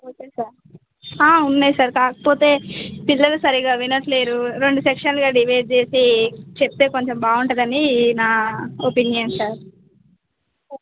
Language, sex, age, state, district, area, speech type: Telugu, female, 18-30, Telangana, Sangareddy, rural, conversation